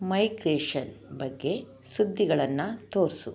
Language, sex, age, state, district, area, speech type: Kannada, female, 30-45, Karnataka, Chamarajanagar, rural, read